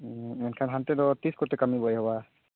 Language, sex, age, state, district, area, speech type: Santali, male, 18-30, Jharkhand, Seraikela Kharsawan, rural, conversation